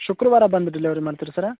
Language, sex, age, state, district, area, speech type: Kannada, male, 30-45, Karnataka, Dharwad, rural, conversation